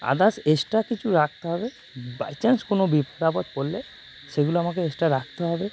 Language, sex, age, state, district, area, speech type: Bengali, male, 30-45, West Bengal, North 24 Parganas, urban, spontaneous